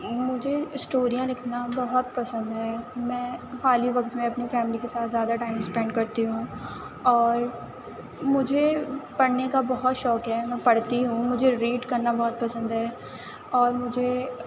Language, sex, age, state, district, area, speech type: Urdu, female, 18-30, Uttar Pradesh, Aligarh, urban, spontaneous